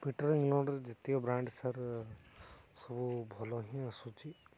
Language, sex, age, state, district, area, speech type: Odia, male, 18-30, Odisha, Jagatsinghpur, rural, spontaneous